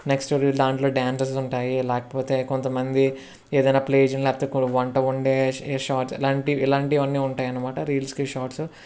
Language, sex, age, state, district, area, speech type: Telugu, male, 60+, Andhra Pradesh, Kakinada, rural, spontaneous